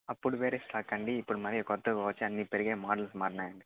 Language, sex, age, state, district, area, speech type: Telugu, male, 18-30, Andhra Pradesh, Annamaya, rural, conversation